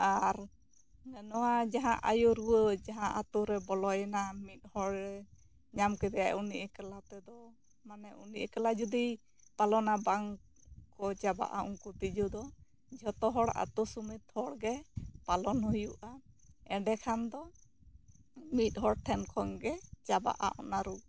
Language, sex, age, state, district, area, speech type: Santali, female, 30-45, West Bengal, Bankura, rural, spontaneous